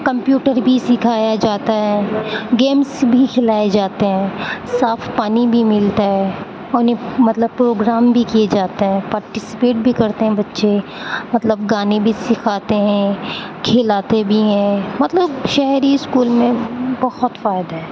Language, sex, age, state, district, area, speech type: Urdu, female, 18-30, Uttar Pradesh, Aligarh, urban, spontaneous